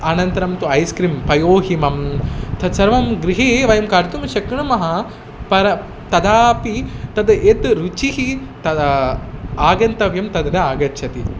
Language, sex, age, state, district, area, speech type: Sanskrit, male, 18-30, Telangana, Hyderabad, urban, spontaneous